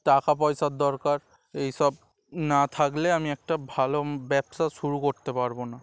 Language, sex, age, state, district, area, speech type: Bengali, male, 18-30, West Bengal, Dakshin Dinajpur, urban, spontaneous